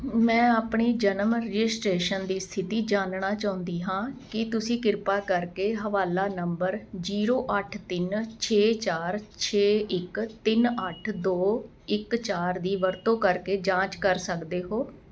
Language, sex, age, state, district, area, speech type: Punjabi, female, 45-60, Punjab, Ludhiana, urban, read